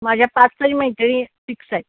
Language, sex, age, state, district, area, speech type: Marathi, female, 45-60, Maharashtra, Sangli, urban, conversation